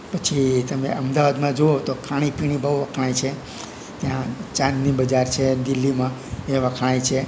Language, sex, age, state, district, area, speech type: Gujarati, male, 60+, Gujarat, Rajkot, rural, spontaneous